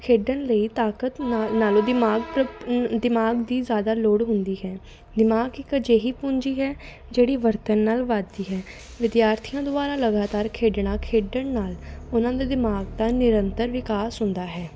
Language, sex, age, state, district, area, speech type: Punjabi, female, 18-30, Punjab, Fatehgarh Sahib, rural, spontaneous